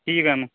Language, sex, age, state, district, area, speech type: Marathi, male, 30-45, Maharashtra, Amravati, urban, conversation